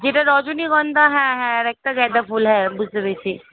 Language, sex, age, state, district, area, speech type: Bengali, female, 18-30, West Bengal, Kolkata, urban, conversation